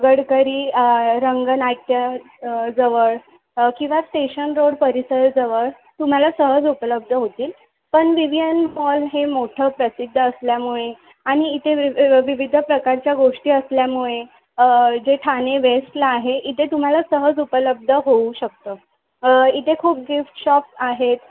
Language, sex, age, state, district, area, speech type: Marathi, female, 18-30, Maharashtra, Thane, urban, conversation